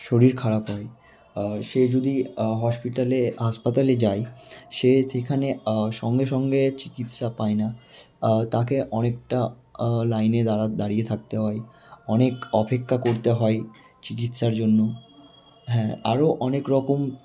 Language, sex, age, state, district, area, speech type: Bengali, male, 18-30, West Bengal, Malda, rural, spontaneous